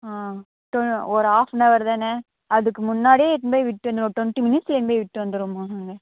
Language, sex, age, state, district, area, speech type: Tamil, female, 18-30, Tamil Nadu, Krishnagiri, rural, conversation